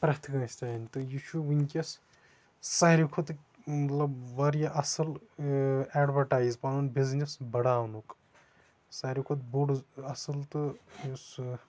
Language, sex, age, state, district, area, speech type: Kashmiri, male, 18-30, Jammu and Kashmir, Shopian, rural, spontaneous